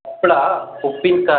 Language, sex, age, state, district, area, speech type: Kannada, male, 18-30, Karnataka, Chitradurga, urban, conversation